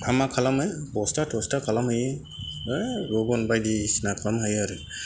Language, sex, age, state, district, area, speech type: Bodo, male, 45-60, Assam, Kokrajhar, rural, spontaneous